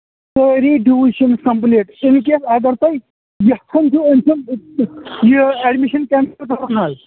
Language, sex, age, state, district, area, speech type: Kashmiri, male, 18-30, Jammu and Kashmir, Shopian, rural, conversation